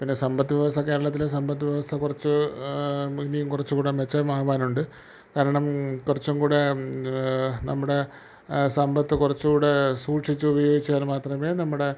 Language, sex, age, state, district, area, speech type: Malayalam, male, 45-60, Kerala, Thiruvananthapuram, urban, spontaneous